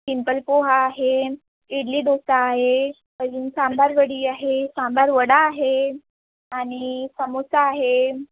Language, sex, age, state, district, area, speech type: Marathi, female, 18-30, Maharashtra, Nagpur, urban, conversation